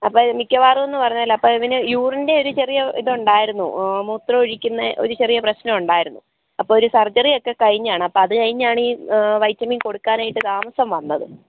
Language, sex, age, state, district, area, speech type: Malayalam, female, 30-45, Kerala, Idukki, rural, conversation